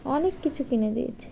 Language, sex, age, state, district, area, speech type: Bengali, female, 18-30, West Bengal, Birbhum, urban, spontaneous